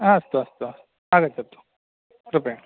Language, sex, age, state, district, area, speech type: Sanskrit, male, 45-60, Karnataka, Udupi, rural, conversation